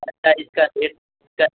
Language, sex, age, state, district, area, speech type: Urdu, male, 18-30, Bihar, Purnia, rural, conversation